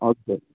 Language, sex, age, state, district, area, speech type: Nepali, male, 18-30, West Bengal, Darjeeling, rural, conversation